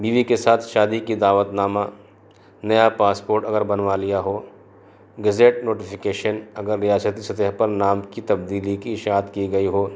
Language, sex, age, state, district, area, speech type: Urdu, male, 30-45, Delhi, North East Delhi, urban, spontaneous